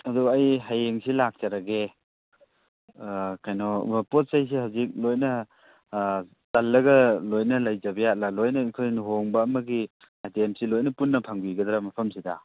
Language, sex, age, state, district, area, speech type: Manipuri, male, 45-60, Manipur, Thoubal, rural, conversation